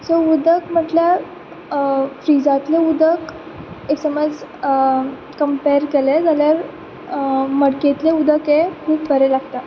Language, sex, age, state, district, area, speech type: Goan Konkani, female, 18-30, Goa, Quepem, rural, spontaneous